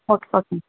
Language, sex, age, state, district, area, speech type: Tamil, female, 18-30, Tamil Nadu, Tenkasi, rural, conversation